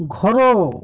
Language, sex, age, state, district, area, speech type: Odia, male, 45-60, Odisha, Bhadrak, rural, read